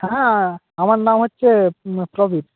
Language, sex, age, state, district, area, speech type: Bengali, male, 18-30, West Bengal, Purba Medinipur, rural, conversation